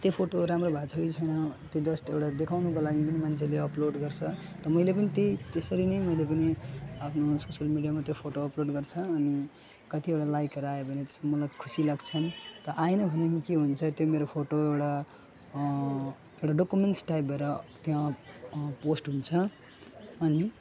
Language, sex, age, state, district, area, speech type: Nepali, male, 18-30, West Bengal, Alipurduar, rural, spontaneous